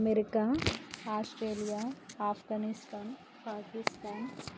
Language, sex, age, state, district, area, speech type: Telugu, female, 45-60, Andhra Pradesh, Konaseema, rural, spontaneous